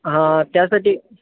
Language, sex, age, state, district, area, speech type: Marathi, male, 18-30, Maharashtra, Sangli, urban, conversation